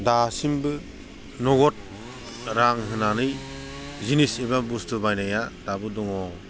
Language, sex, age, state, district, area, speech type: Bodo, male, 30-45, Assam, Udalguri, urban, spontaneous